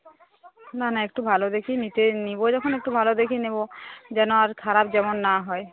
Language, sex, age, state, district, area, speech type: Bengali, female, 30-45, West Bengal, Uttar Dinajpur, urban, conversation